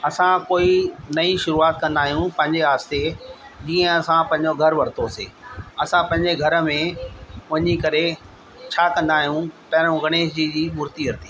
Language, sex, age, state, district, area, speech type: Sindhi, male, 60+, Delhi, South Delhi, urban, spontaneous